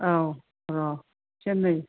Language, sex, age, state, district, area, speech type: Bodo, female, 60+, Assam, Kokrajhar, urban, conversation